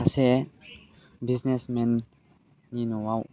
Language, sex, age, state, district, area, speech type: Bodo, male, 18-30, Assam, Baksa, rural, spontaneous